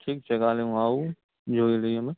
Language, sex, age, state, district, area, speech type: Gujarati, male, 30-45, Gujarat, Kutch, urban, conversation